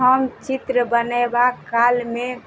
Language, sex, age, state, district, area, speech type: Maithili, female, 30-45, Bihar, Madhubani, rural, spontaneous